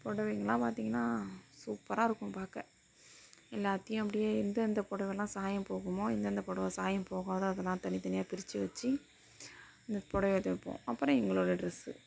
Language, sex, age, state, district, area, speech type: Tamil, female, 30-45, Tamil Nadu, Mayiladuthurai, rural, spontaneous